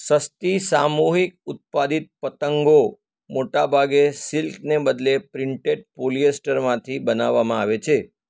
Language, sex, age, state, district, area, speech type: Gujarati, male, 45-60, Gujarat, Surat, rural, read